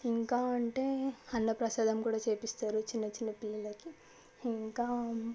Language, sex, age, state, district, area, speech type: Telugu, female, 18-30, Telangana, Medchal, urban, spontaneous